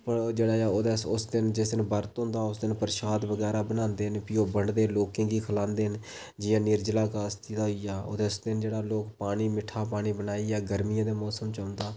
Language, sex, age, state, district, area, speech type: Dogri, male, 18-30, Jammu and Kashmir, Udhampur, rural, spontaneous